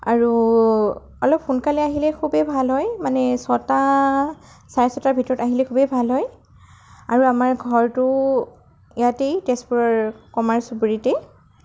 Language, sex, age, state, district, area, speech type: Assamese, female, 45-60, Assam, Sonitpur, rural, spontaneous